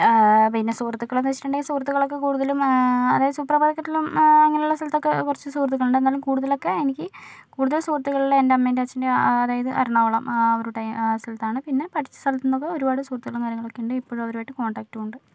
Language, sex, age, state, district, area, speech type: Malayalam, female, 30-45, Kerala, Kozhikode, urban, spontaneous